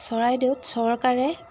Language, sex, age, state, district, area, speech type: Assamese, female, 45-60, Assam, Charaideo, rural, spontaneous